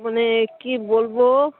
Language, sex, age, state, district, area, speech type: Bengali, female, 30-45, West Bengal, Dakshin Dinajpur, urban, conversation